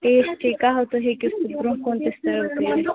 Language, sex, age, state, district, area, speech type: Kashmiri, female, 30-45, Jammu and Kashmir, Bandipora, rural, conversation